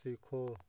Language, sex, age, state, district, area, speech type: Hindi, male, 45-60, Uttar Pradesh, Chandauli, urban, read